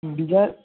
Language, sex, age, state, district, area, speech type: Bengali, male, 18-30, West Bengal, Jalpaiguri, rural, conversation